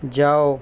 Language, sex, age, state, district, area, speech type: Urdu, male, 30-45, Bihar, Araria, urban, read